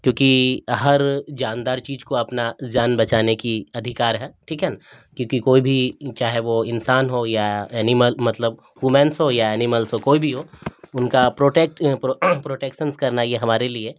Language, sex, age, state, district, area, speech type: Urdu, male, 60+, Bihar, Darbhanga, rural, spontaneous